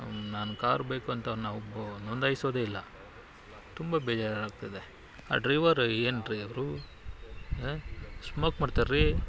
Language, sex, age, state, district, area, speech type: Kannada, male, 45-60, Karnataka, Bangalore Urban, rural, spontaneous